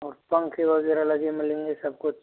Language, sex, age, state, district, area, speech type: Hindi, male, 45-60, Rajasthan, Karauli, rural, conversation